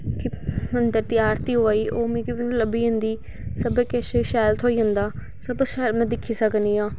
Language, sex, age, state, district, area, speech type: Dogri, female, 18-30, Jammu and Kashmir, Samba, rural, spontaneous